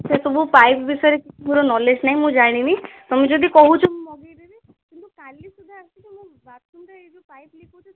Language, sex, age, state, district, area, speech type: Odia, female, 18-30, Odisha, Cuttack, urban, conversation